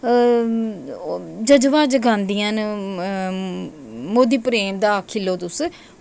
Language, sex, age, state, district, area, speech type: Dogri, female, 45-60, Jammu and Kashmir, Jammu, urban, spontaneous